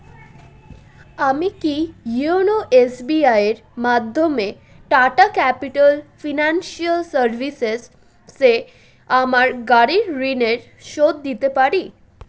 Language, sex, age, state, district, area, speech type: Bengali, female, 18-30, West Bengal, Malda, rural, read